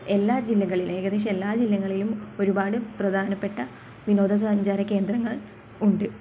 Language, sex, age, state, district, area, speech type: Malayalam, female, 18-30, Kerala, Kasaragod, rural, spontaneous